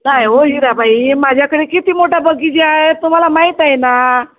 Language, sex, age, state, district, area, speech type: Marathi, female, 45-60, Maharashtra, Wardha, rural, conversation